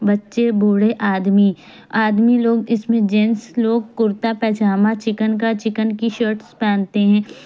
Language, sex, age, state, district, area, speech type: Urdu, female, 30-45, Uttar Pradesh, Lucknow, rural, spontaneous